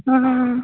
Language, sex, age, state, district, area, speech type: Telugu, female, 18-30, Telangana, Warangal, rural, conversation